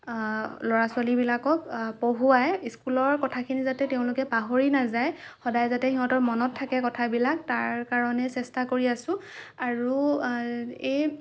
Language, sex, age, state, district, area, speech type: Assamese, female, 18-30, Assam, Lakhimpur, rural, spontaneous